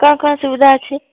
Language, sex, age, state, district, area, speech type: Odia, female, 30-45, Odisha, Sambalpur, rural, conversation